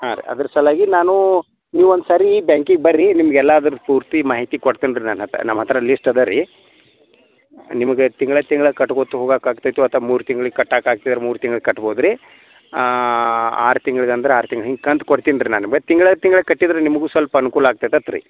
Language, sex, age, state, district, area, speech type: Kannada, male, 30-45, Karnataka, Vijayapura, rural, conversation